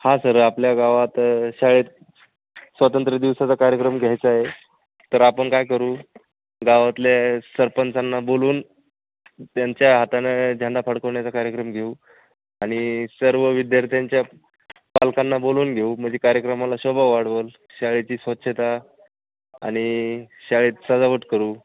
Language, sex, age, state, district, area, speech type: Marathi, male, 18-30, Maharashtra, Jalna, rural, conversation